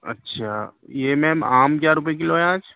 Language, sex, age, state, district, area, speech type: Urdu, male, 30-45, Delhi, East Delhi, urban, conversation